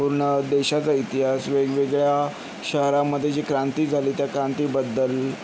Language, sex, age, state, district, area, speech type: Marathi, male, 30-45, Maharashtra, Yavatmal, urban, spontaneous